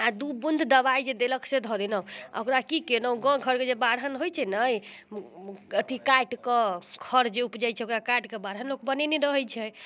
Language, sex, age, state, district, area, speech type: Maithili, female, 30-45, Bihar, Muzaffarpur, rural, spontaneous